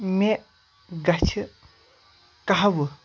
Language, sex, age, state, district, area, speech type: Kashmiri, female, 18-30, Jammu and Kashmir, Baramulla, rural, read